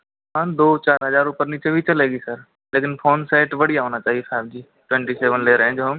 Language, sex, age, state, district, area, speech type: Hindi, male, 30-45, Rajasthan, Karauli, rural, conversation